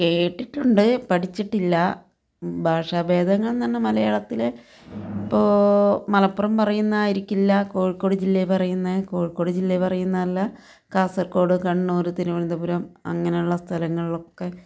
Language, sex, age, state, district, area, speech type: Malayalam, female, 45-60, Kerala, Palakkad, rural, spontaneous